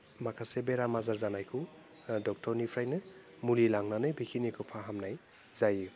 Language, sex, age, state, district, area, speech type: Bodo, male, 30-45, Assam, Udalguri, urban, spontaneous